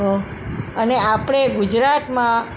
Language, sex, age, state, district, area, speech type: Gujarati, female, 45-60, Gujarat, Morbi, urban, spontaneous